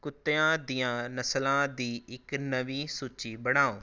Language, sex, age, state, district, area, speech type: Punjabi, male, 18-30, Punjab, Rupnagar, rural, read